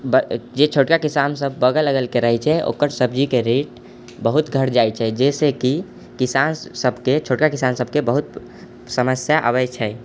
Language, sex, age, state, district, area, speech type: Maithili, male, 18-30, Bihar, Purnia, rural, spontaneous